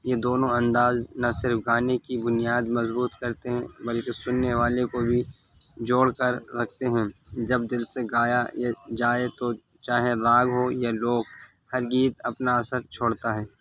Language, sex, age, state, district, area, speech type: Urdu, male, 18-30, Delhi, North East Delhi, urban, spontaneous